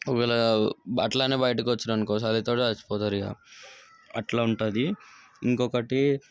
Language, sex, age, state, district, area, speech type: Telugu, male, 18-30, Telangana, Sangareddy, urban, spontaneous